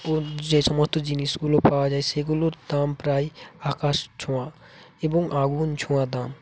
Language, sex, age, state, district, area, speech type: Bengali, male, 18-30, West Bengal, North 24 Parganas, rural, spontaneous